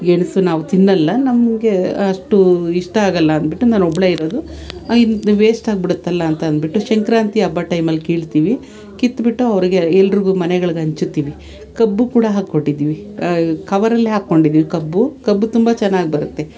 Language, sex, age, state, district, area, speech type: Kannada, female, 45-60, Karnataka, Bangalore Urban, urban, spontaneous